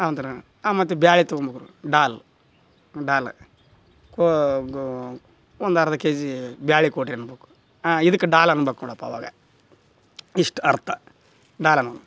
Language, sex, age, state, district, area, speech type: Kannada, male, 30-45, Karnataka, Koppal, rural, spontaneous